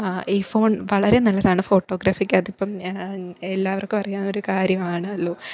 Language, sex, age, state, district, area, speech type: Malayalam, female, 18-30, Kerala, Pathanamthitta, rural, spontaneous